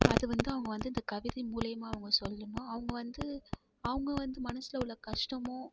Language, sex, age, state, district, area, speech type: Tamil, female, 18-30, Tamil Nadu, Mayiladuthurai, urban, spontaneous